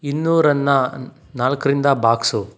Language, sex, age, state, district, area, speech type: Kannada, male, 45-60, Karnataka, Bidar, rural, read